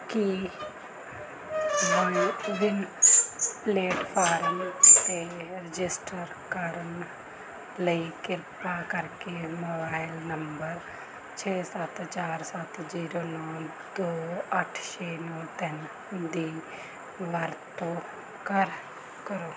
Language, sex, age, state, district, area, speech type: Punjabi, female, 30-45, Punjab, Mansa, urban, read